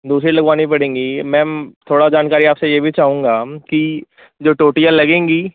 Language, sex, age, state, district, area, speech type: Hindi, male, 45-60, Uttar Pradesh, Lucknow, rural, conversation